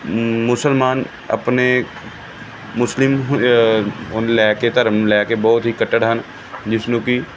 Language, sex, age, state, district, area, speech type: Punjabi, male, 30-45, Punjab, Pathankot, urban, spontaneous